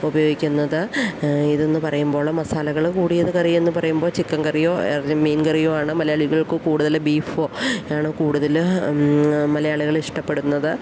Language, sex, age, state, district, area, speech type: Malayalam, female, 30-45, Kerala, Idukki, rural, spontaneous